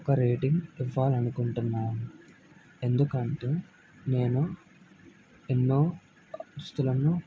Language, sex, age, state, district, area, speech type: Telugu, male, 18-30, Andhra Pradesh, Kadapa, rural, spontaneous